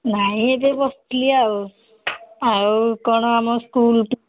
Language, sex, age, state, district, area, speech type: Odia, female, 60+, Odisha, Jharsuguda, rural, conversation